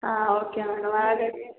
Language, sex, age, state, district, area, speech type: Kannada, female, 18-30, Karnataka, Hassan, rural, conversation